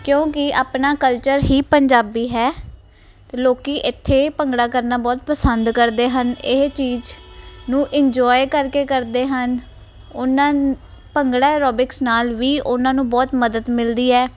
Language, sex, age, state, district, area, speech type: Punjabi, female, 30-45, Punjab, Ludhiana, urban, spontaneous